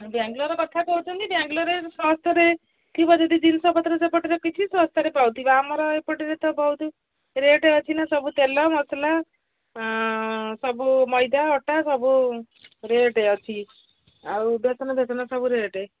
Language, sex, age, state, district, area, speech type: Odia, female, 60+, Odisha, Gajapati, rural, conversation